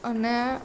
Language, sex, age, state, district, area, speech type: Gujarati, female, 18-30, Gujarat, Surat, urban, spontaneous